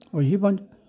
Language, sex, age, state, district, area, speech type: Dogri, male, 60+, Jammu and Kashmir, Samba, rural, spontaneous